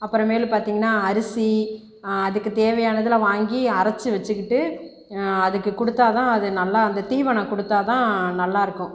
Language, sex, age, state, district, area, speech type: Tamil, female, 30-45, Tamil Nadu, Tiruchirappalli, rural, spontaneous